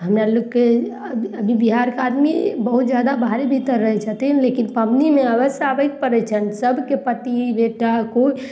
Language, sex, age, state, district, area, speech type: Maithili, female, 30-45, Bihar, Samastipur, urban, spontaneous